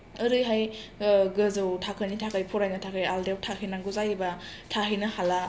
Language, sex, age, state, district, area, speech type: Bodo, female, 18-30, Assam, Chirang, urban, spontaneous